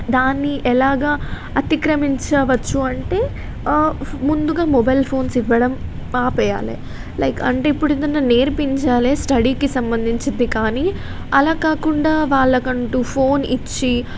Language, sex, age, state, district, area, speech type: Telugu, female, 18-30, Telangana, Jagtial, rural, spontaneous